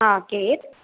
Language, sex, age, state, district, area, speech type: Sindhi, female, 30-45, Maharashtra, Thane, urban, conversation